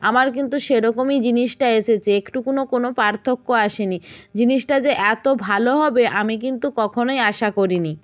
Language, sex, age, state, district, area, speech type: Bengali, female, 45-60, West Bengal, Purba Medinipur, rural, spontaneous